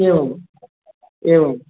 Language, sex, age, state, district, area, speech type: Sanskrit, male, 30-45, Telangana, Medak, rural, conversation